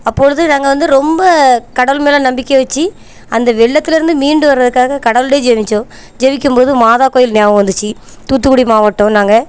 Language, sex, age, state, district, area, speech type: Tamil, female, 30-45, Tamil Nadu, Thoothukudi, rural, spontaneous